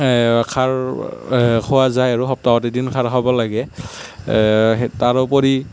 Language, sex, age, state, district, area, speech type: Assamese, male, 18-30, Assam, Nalbari, rural, spontaneous